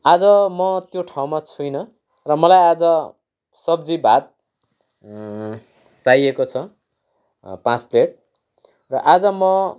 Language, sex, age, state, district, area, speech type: Nepali, male, 45-60, West Bengal, Kalimpong, rural, spontaneous